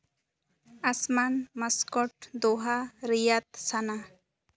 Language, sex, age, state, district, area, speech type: Santali, female, 18-30, West Bengal, Jhargram, rural, spontaneous